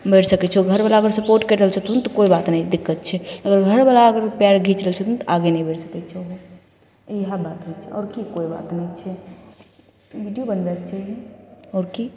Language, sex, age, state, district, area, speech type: Maithili, female, 18-30, Bihar, Begusarai, rural, spontaneous